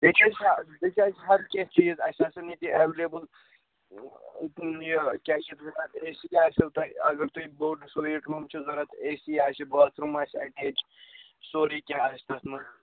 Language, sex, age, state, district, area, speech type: Kashmiri, male, 45-60, Jammu and Kashmir, Srinagar, urban, conversation